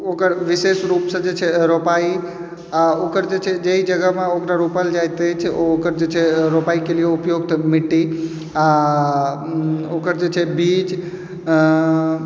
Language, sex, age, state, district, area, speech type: Maithili, male, 18-30, Bihar, Supaul, rural, spontaneous